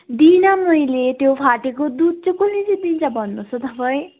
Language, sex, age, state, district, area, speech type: Nepali, female, 18-30, West Bengal, Darjeeling, rural, conversation